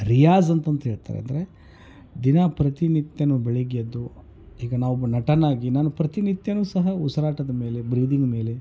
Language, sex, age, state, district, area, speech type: Kannada, male, 30-45, Karnataka, Koppal, rural, spontaneous